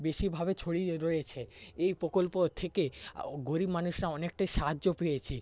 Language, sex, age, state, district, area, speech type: Bengali, male, 60+, West Bengal, Paschim Medinipur, rural, spontaneous